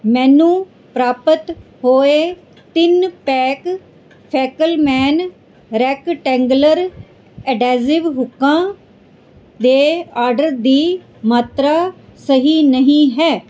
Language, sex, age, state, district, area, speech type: Punjabi, female, 45-60, Punjab, Mohali, urban, read